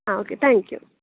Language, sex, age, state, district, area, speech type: Kannada, female, 18-30, Karnataka, Dakshina Kannada, urban, conversation